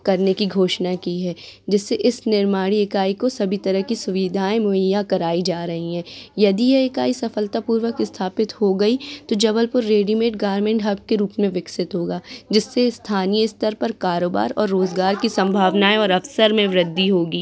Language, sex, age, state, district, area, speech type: Hindi, female, 18-30, Madhya Pradesh, Jabalpur, urban, spontaneous